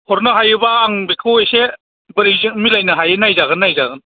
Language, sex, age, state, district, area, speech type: Bodo, male, 45-60, Assam, Chirang, rural, conversation